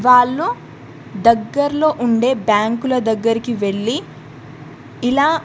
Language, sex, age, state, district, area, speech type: Telugu, female, 18-30, Telangana, Medak, rural, spontaneous